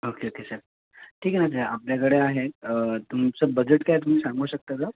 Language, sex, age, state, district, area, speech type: Marathi, male, 30-45, Maharashtra, Thane, urban, conversation